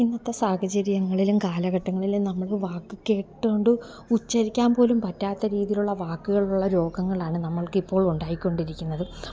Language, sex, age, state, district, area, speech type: Malayalam, female, 45-60, Kerala, Alappuzha, rural, spontaneous